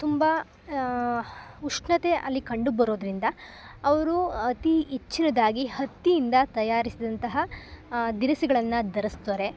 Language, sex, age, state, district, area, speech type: Kannada, female, 18-30, Karnataka, Chikkamagaluru, rural, spontaneous